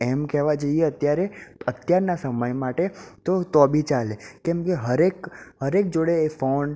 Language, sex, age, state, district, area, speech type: Gujarati, male, 18-30, Gujarat, Ahmedabad, urban, spontaneous